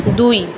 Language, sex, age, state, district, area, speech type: Bengali, female, 30-45, West Bengal, Kolkata, urban, read